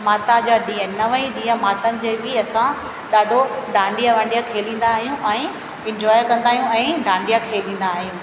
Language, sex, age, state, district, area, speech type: Sindhi, female, 30-45, Rajasthan, Ajmer, rural, spontaneous